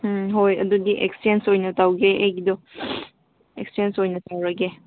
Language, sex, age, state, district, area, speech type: Manipuri, female, 18-30, Manipur, Kangpokpi, urban, conversation